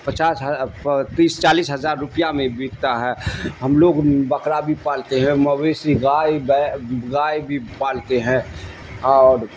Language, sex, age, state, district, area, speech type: Urdu, male, 60+, Bihar, Darbhanga, rural, spontaneous